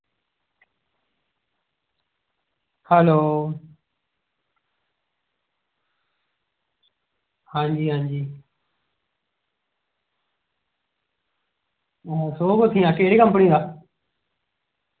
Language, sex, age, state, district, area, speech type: Dogri, male, 18-30, Jammu and Kashmir, Jammu, rural, conversation